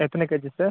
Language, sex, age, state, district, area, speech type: Tamil, male, 18-30, Tamil Nadu, Viluppuram, urban, conversation